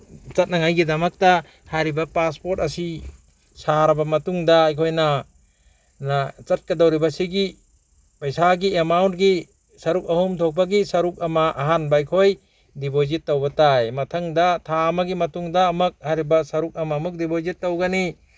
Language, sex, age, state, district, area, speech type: Manipuri, male, 60+, Manipur, Bishnupur, rural, spontaneous